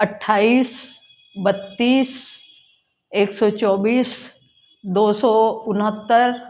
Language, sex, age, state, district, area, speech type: Hindi, female, 60+, Madhya Pradesh, Jabalpur, urban, spontaneous